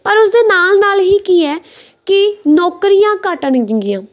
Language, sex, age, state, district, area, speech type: Punjabi, female, 18-30, Punjab, Patiala, rural, spontaneous